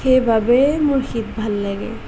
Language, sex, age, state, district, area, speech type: Assamese, female, 18-30, Assam, Sonitpur, rural, spontaneous